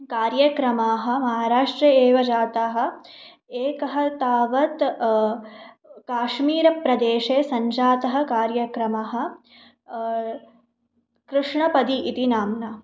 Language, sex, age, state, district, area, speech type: Sanskrit, female, 18-30, Maharashtra, Mumbai Suburban, urban, spontaneous